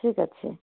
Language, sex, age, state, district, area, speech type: Odia, female, 60+, Odisha, Gajapati, rural, conversation